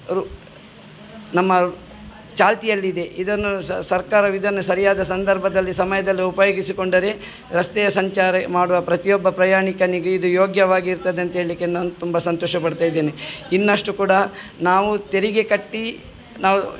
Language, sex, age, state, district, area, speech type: Kannada, male, 45-60, Karnataka, Udupi, rural, spontaneous